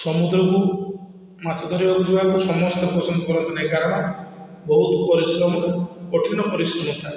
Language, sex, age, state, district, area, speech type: Odia, male, 45-60, Odisha, Balasore, rural, spontaneous